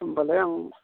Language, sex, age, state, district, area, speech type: Bodo, male, 45-60, Assam, Udalguri, rural, conversation